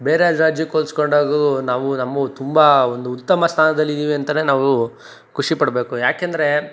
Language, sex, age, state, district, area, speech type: Kannada, male, 30-45, Karnataka, Chikkaballapur, urban, spontaneous